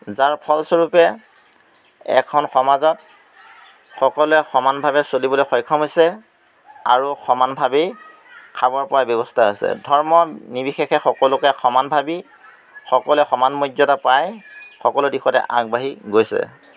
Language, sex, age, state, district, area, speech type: Assamese, male, 30-45, Assam, Majuli, urban, spontaneous